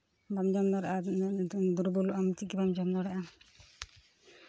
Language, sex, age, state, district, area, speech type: Santali, female, 18-30, West Bengal, Purulia, rural, spontaneous